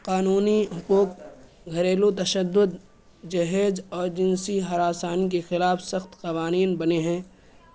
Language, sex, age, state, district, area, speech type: Urdu, male, 18-30, Uttar Pradesh, Balrampur, rural, spontaneous